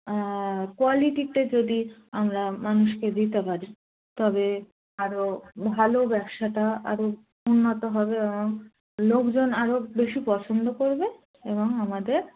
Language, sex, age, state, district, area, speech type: Bengali, female, 18-30, West Bengal, Darjeeling, rural, conversation